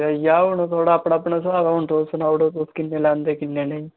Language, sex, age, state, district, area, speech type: Dogri, male, 18-30, Jammu and Kashmir, Udhampur, rural, conversation